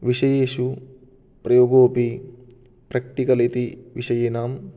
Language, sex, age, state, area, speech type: Sanskrit, male, 18-30, Rajasthan, urban, spontaneous